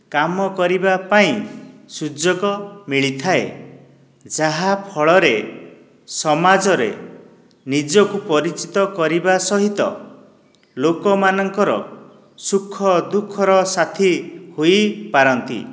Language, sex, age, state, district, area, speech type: Odia, male, 45-60, Odisha, Dhenkanal, rural, spontaneous